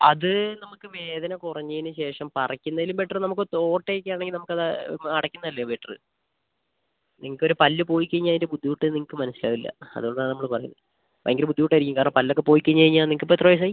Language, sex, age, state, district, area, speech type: Malayalam, male, 30-45, Kerala, Wayanad, rural, conversation